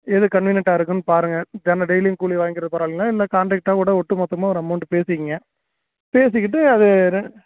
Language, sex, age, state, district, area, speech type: Tamil, male, 30-45, Tamil Nadu, Salem, urban, conversation